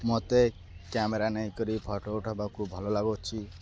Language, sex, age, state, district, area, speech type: Odia, male, 18-30, Odisha, Malkangiri, urban, spontaneous